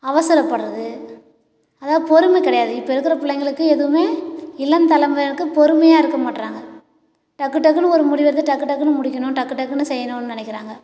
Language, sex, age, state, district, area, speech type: Tamil, female, 60+, Tamil Nadu, Cuddalore, rural, spontaneous